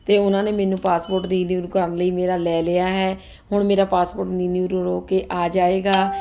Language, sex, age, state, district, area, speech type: Punjabi, female, 30-45, Punjab, Ludhiana, urban, spontaneous